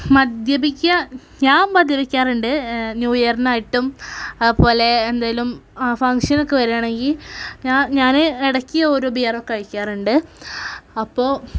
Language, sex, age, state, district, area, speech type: Malayalam, female, 18-30, Kerala, Malappuram, rural, spontaneous